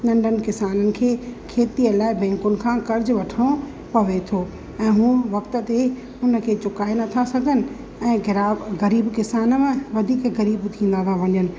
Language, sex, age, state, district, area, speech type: Sindhi, female, 30-45, Rajasthan, Ajmer, rural, spontaneous